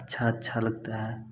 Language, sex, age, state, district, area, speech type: Hindi, male, 18-30, Uttar Pradesh, Prayagraj, rural, spontaneous